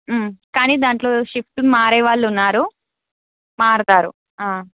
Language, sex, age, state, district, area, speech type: Telugu, female, 18-30, Andhra Pradesh, Krishna, urban, conversation